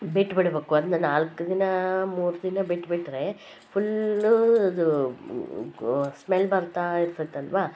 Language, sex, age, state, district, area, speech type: Kannada, female, 45-60, Karnataka, Koppal, rural, spontaneous